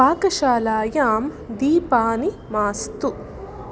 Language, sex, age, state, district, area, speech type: Sanskrit, female, 18-30, Karnataka, Udupi, rural, read